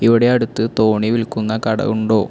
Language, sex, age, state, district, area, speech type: Malayalam, male, 18-30, Kerala, Thrissur, rural, read